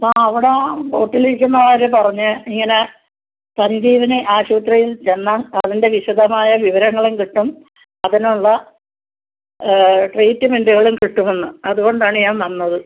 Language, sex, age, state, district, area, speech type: Malayalam, female, 60+, Kerala, Alappuzha, rural, conversation